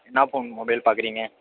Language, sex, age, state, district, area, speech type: Tamil, male, 30-45, Tamil Nadu, Mayiladuthurai, urban, conversation